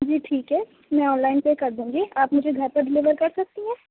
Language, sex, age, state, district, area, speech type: Urdu, female, 18-30, Uttar Pradesh, Aligarh, urban, conversation